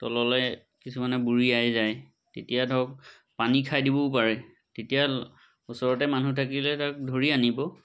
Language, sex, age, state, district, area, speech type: Assamese, male, 30-45, Assam, Majuli, urban, spontaneous